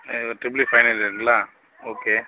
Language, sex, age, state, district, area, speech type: Tamil, male, 60+, Tamil Nadu, Mayiladuthurai, rural, conversation